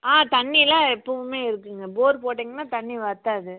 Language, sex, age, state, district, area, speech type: Tamil, female, 30-45, Tamil Nadu, Namakkal, rural, conversation